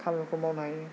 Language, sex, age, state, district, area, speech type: Bodo, male, 18-30, Assam, Kokrajhar, rural, spontaneous